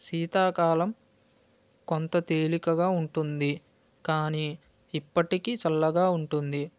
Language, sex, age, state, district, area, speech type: Telugu, male, 45-60, Andhra Pradesh, West Godavari, rural, spontaneous